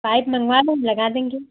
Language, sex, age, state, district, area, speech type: Hindi, female, 30-45, Uttar Pradesh, Hardoi, rural, conversation